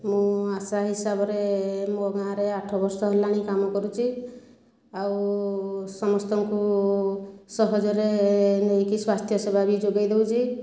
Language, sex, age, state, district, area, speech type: Odia, female, 30-45, Odisha, Boudh, rural, spontaneous